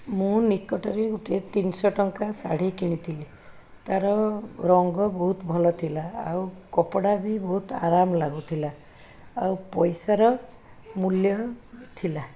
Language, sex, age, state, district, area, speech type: Odia, female, 60+, Odisha, Cuttack, urban, spontaneous